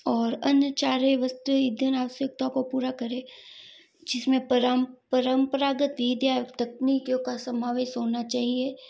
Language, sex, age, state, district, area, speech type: Hindi, female, 45-60, Rajasthan, Jodhpur, urban, spontaneous